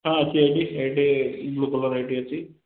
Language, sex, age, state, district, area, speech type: Odia, male, 30-45, Odisha, Khordha, rural, conversation